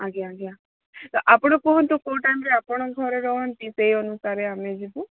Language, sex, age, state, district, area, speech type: Odia, female, 45-60, Odisha, Sundergarh, rural, conversation